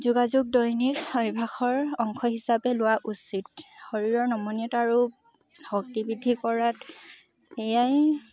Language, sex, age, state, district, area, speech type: Assamese, female, 18-30, Assam, Lakhimpur, urban, spontaneous